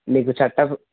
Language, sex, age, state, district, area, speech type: Telugu, male, 18-30, Telangana, Hanamkonda, urban, conversation